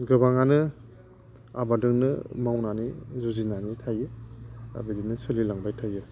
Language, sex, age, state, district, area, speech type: Bodo, male, 30-45, Assam, Udalguri, urban, spontaneous